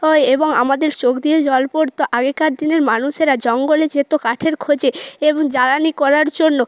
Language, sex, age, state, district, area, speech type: Bengali, female, 18-30, West Bengal, Purba Medinipur, rural, spontaneous